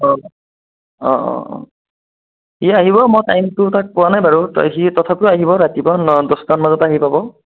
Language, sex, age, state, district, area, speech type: Assamese, female, 60+, Assam, Kamrup Metropolitan, urban, conversation